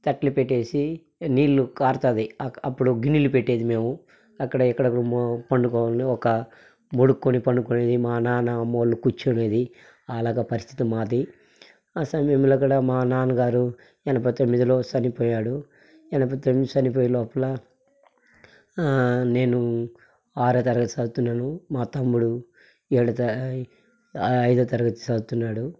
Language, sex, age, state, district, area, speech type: Telugu, male, 45-60, Andhra Pradesh, Sri Balaji, urban, spontaneous